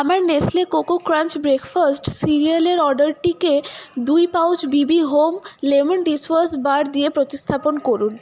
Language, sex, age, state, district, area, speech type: Bengali, female, 18-30, West Bengal, Paschim Bardhaman, rural, read